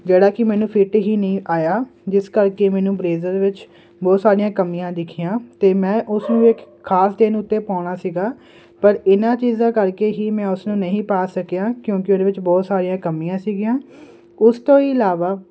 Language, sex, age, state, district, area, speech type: Punjabi, male, 18-30, Punjab, Kapurthala, urban, spontaneous